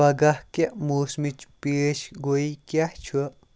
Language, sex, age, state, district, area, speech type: Kashmiri, male, 30-45, Jammu and Kashmir, Kupwara, rural, read